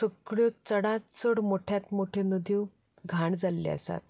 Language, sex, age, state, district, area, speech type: Goan Konkani, female, 30-45, Goa, Canacona, rural, spontaneous